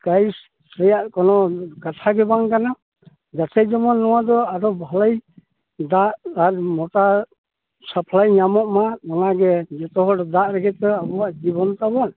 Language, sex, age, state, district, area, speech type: Santali, male, 60+, West Bengal, Purulia, rural, conversation